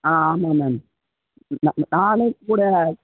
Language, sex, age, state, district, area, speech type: Tamil, male, 18-30, Tamil Nadu, Cuddalore, rural, conversation